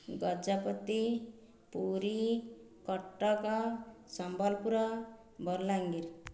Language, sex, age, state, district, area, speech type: Odia, female, 30-45, Odisha, Dhenkanal, rural, spontaneous